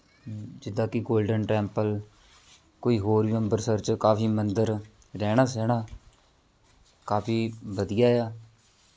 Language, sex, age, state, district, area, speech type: Punjabi, male, 18-30, Punjab, Shaheed Bhagat Singh Nagar, rural, spontaneous